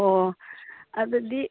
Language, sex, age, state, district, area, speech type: Manipuri, female, 60+, Manipur, Imphal East, rural, conversation